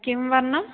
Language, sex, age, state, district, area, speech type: Sanskrit, female, 18-30, Kerala, Idukki, rural, conversation